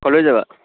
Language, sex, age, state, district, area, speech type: Assamese, male, 18-30, Assam, Dibrugarh, rural, conversation